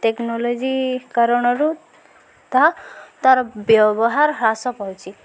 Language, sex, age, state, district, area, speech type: Odia, female, 18-30, Odisha, Subarnapur, urban, spontaneous